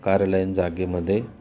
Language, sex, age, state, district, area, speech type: Marathi, male, 45-60, Maharashtra, Nashik, urban, spontaneous